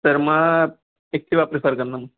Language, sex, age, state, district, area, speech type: Sindhi, male, 30-45, Gujarat, Kutch, urban, conversation